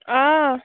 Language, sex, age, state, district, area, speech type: Assamese, female, 18-30, Assam, Barpeta, rural, conversation